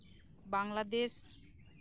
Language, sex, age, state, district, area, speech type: Santali, female, 30-45, West Bengal, Birbhum, rural, spontaneous